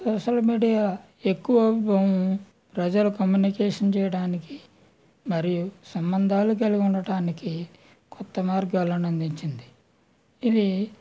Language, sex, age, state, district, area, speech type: Telugu, male, 60+, Andhra Pradesh, West Godavari, rural, spontaneous